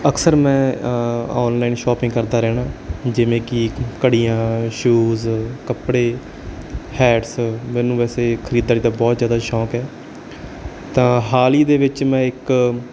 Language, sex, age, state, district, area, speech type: Punjabi, male, 18-30, Punjab, Barnala, rural, spontaneous